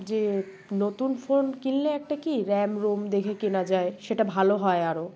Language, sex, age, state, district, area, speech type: Bengali, female, 18-30, West Bengal, Birbhum, urban, spontaneous